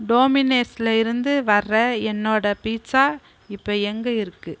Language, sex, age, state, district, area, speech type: Tamil, female, 30-45, Tamil Nadu, Kallakurichi, rural, read